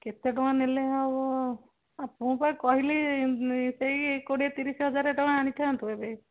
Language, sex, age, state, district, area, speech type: Odia, female, 60+, Odisha, Jharsuguda, rural, conversation